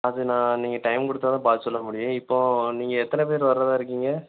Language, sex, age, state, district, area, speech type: Tamil, male, 18-30, Tamil Nadu, Thoothukudi, rural, conversation